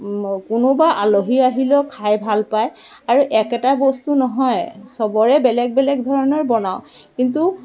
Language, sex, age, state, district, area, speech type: Assamese, female, 45-60, Assam, Dibrugarh, rural, spontaneous